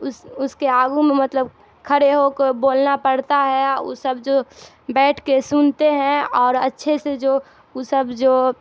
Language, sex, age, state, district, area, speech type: Urdu, female, 18-30, Bihar, Darbhanga, rural, spontaneous